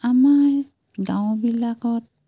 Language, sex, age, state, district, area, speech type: Assamese, female, 45-60, Assam, Dibrugarh, rural, spontaneous